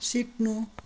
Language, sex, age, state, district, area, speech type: Nepali, female, 60+, West Bengal, Jalpaiguri, rural, read